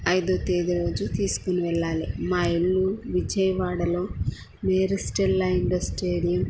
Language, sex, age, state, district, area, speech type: Telugu, female, 30-45, Andhra Pradesh, Kurnool, rural, spontaneous